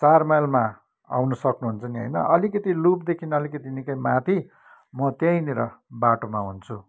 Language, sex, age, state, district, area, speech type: Nepali, male, 45-60, West Bengal, Kalimpong, rural, spontaneous